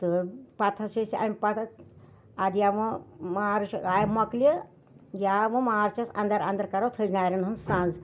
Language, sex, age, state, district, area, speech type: Kashmiri, female, 60+, Jammu and Kashmir, Ganderbal, rural, spontaneous